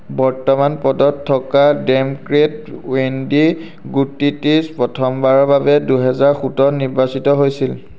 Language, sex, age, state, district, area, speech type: Assamese, male, 18-30, Assam, Sivasagar, urban, read